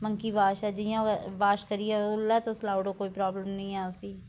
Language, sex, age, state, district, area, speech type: Dogri, female, 18-30, Jammu and Kashmir, Udhampur, rural, spontaneous